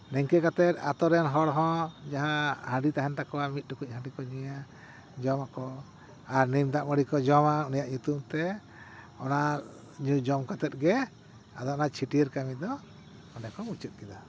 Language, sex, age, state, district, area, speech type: Santali, male, 60+, West Bengal, Paschim Bardhaman, rural, spontaneous